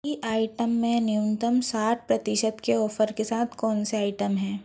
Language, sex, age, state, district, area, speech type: Hindi, female, 45-60, Madhya Pradesh, Bhopal, urban, read